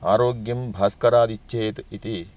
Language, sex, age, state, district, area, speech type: Sanskrit, male, 30-45, Karnataka, Dakshina Kannada, rural, spontaneous